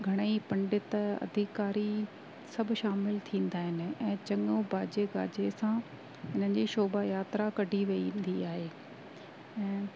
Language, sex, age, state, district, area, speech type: Sindhi, female, 45-60, Rajasthan, Ajmer, urban, spontaneous